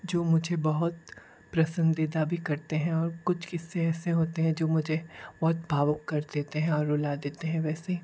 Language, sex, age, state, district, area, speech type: Hindi, male, 18-30, Rajasthan, Jodhpur, urban, spontaneous